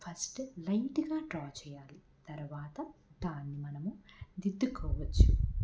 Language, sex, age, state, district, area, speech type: Telugu, female, 45-60, Andhra Pradesh, N T Rama Rao, rural, spontaneous